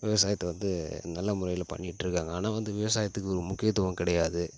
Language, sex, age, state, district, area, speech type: Tamil, male, 30-45, Tamil Nadu, Tiruchirappalli, rural, spontaneous